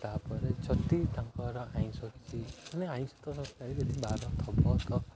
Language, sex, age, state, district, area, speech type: Odia, male, 18-30, Odisha, Jagatsinghpur, rural, spontaneous